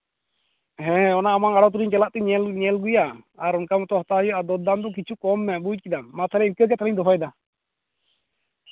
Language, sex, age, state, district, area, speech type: Santali, male, 30-45, West Bengal, Jhargram, rural, conversation